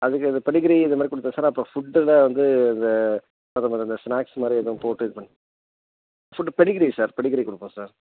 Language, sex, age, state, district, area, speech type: Tamil, male, 30-45, Tamil Nadu, Salem, rural, conversation